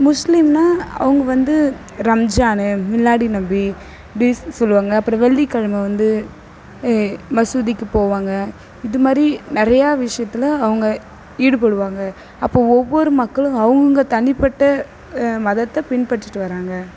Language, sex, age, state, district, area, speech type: Tamil, female, 18-30, Tamil Nadu, Kallakurichi, rural, spontaneous